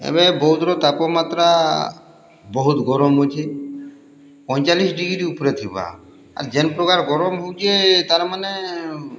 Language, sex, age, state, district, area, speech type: Odia, male, 60+, Odisha, Boudh, rural, spontaneous